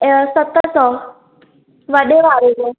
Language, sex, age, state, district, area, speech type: Sindhi, female, 18-30, Madhya Pradesh, Katni, urban, conversation